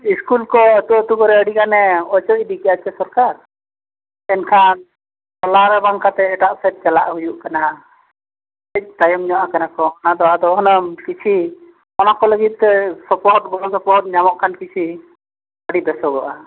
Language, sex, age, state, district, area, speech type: Santali, male, 45-60, Odisha, Mayurbhanj, rural, conversation